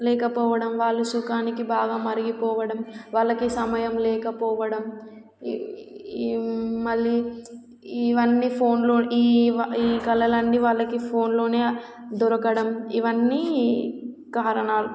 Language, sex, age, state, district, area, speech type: Telugu, female, 18-30, Telangana, Warangal, rural, spontaneous